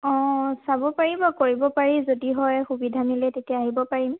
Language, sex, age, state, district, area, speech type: Assamese, female, 18-30, Assam, Lakhimpur, rural, conversation